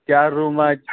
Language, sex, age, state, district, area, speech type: Marathi, male, 18-30, Maharashtra, Nagpur, rural, conversation